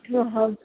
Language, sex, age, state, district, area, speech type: Kannada, female, 45-60, Karnataka, Davanagere, urban, conversation